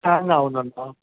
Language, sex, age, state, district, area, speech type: Malayalam, male, 30-45, Kerala, Thiruvananthapuram, urban, conversation